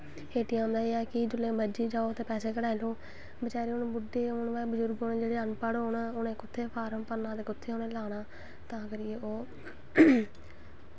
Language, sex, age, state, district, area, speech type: Dogri, female, 18-30, Jammu and Kashmir, Samba, rural, spontaneous